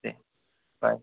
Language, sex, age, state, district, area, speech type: Bodo, male, 18-30, Assam, Kokrajhar, rural, conversation